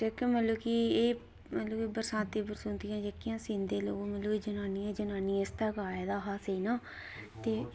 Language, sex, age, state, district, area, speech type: Dogri, female, 30-45, Jammu and Kashmir, Reasi, rural, spontaneous